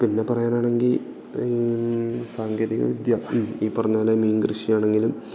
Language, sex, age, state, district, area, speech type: Malayalam, male, 18-30, Kerala, Idukki, rural, spontaneous